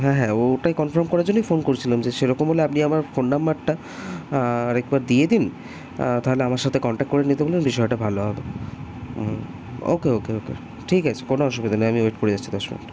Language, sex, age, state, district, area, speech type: Bengali, male, 18-30, West Bengal, Kolkata, urban, spontaneous